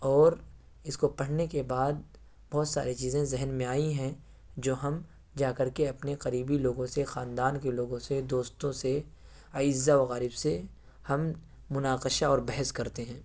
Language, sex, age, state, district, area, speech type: Urdu, male, 18-30, Uttar Pradesh, Ghaziabad, urban, spontaneous